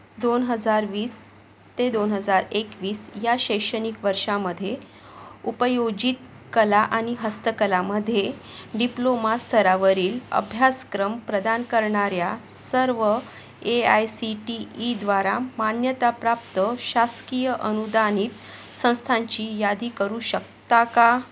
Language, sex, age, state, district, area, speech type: Marathi, female, 45-60, Maharashtra, Akola, urban, read